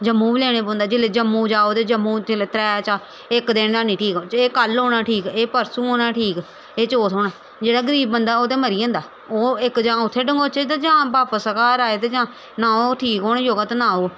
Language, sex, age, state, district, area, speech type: Dogri, female, 30-45, Jammu and Kashmir, Samba, urban, spontaneous